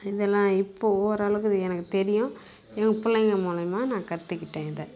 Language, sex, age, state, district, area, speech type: Tamil, female, 45-60, Tamil Nadu, Kallakurichi, rural, spontaneous